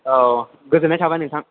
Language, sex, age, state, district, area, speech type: Bodo, male, 18-30, Assam, Chirang, rural, conversation